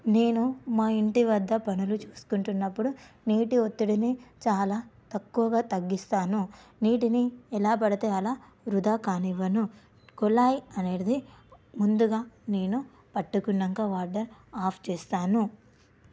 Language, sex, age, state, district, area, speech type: Telugu, female, 30-45, Telangana, Karimnagar, rural, spontaneous